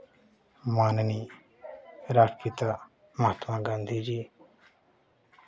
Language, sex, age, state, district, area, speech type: Hindi, male, 30-45, Uttar Pradesh, Chandauli, rural, spontaneous